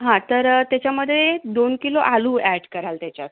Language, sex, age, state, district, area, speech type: Marathi, female, 45-60, Maharashtra, Yavatmal, urban, conversation